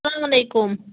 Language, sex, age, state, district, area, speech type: Kashmiri, female, 18-30, Jammu and Kashmir, Budgam, rural, conversation